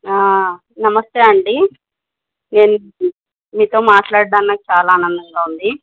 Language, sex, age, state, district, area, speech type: Telugu, female, 45-60, Telangana, Medchal, urban, conversation